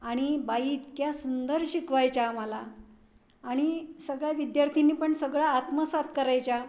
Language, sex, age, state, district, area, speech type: Marathi, female, 60+, Maharashtra, Pune, urban, spontaneous